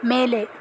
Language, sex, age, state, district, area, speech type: Kannada, female, 30-45, Karnataka, Bidar, rural, read